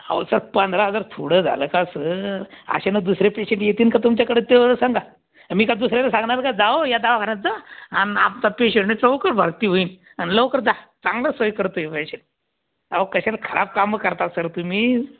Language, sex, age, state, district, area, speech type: Marathi, male, 30-45, Maharashtra, Buldhana, rural, conversation